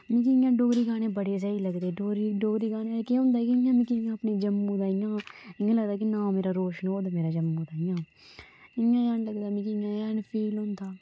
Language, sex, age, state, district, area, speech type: Dogri, female, 18-30, Jammu and Kashmir, Udhampur, rural, spontaneous